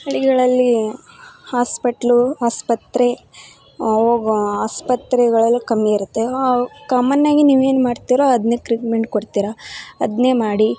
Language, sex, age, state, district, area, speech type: Kannada, female, 18-30, Karnataka, Koppal, rural, spontaneous